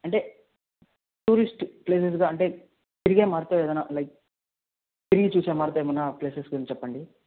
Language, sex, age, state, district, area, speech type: Telugu, male, 30-45, Andhra Pradesh, Chittoor, urban, conversation